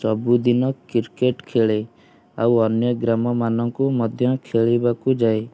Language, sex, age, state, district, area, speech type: Odia, male, 18-30, Odisha, Kendujhar, urban, spontaneous